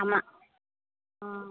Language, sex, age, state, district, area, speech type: Assamese, female, 30-45, Assam, Lakhimpur, rural, conversation